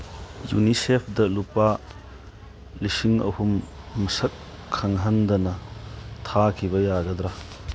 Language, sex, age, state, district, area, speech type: Manipuri, male, 45-60, Manipur, Churachandpur, rural, read